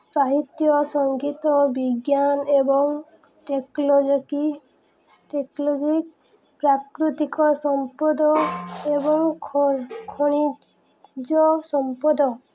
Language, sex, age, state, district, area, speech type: Odia, female, 18-30, Odisha, Subarnapur, urban, spontaneous